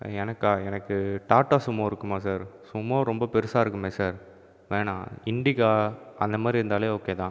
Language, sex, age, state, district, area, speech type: Tamil, male, 30-45, Tamil Nadu, Viluppuram, urban, spontaneous